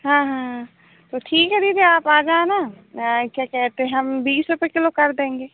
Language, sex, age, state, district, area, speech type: Hindi, female, 18-30, Madhya Pradesh, Seoni, urban, conversation